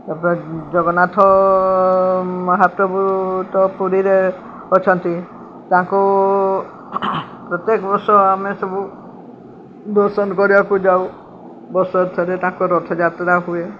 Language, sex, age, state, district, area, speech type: Odia, female, 60+, Odisha, Sundergarh, urban, spontaneous